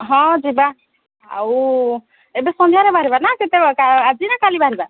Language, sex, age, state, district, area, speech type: Odia, female, 45-60, Odisha, Angul, rural, conversation